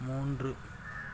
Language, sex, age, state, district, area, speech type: Tamil, male, 30-45, Tamil Nadu, Dharmapuri, urban, read